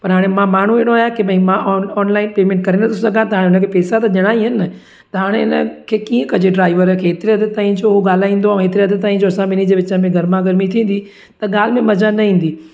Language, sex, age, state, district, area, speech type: Sindhi, female, 30-45, Gujarat, Surat, urban, spontaneous